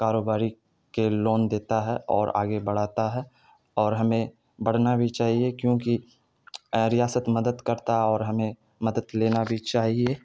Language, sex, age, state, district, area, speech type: Urdu, male, 30-45, Bihar, Supaul, urban, spontaneous